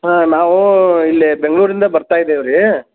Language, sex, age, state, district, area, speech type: Kannada, male, 45-60, Karnataka, Dharwad, rural, conversation